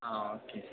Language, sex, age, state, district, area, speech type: Tamil, male, 18-30, Tamil Nadu, Perambalur, rural, conversation